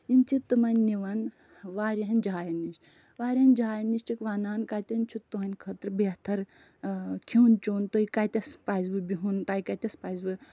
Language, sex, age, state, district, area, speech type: Kashmiri, female, 45-60, Jammu and Kashmir, Budgam, rural, spontaneous